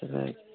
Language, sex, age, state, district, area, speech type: Odia, male, 45-60, Odisha, Sambalpur, rural, conversation